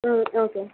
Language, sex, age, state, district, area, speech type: Tamil, female, 45-60, Tamil Nadu, Tiruvallur, urban, conversation